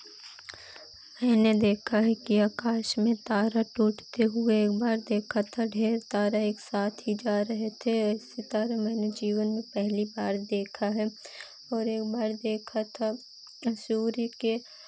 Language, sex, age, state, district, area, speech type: Hindi, female, 18-30, Uttar Pradesh, Pratapgarh, urban, spontaneous